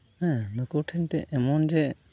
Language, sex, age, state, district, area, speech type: Santali, male, 30-45, West Bengal, Purulia, rural, spontaneous